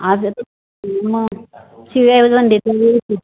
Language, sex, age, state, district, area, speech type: Marathi, female, 45-60, Maharashtra, Raigad, rural, conversation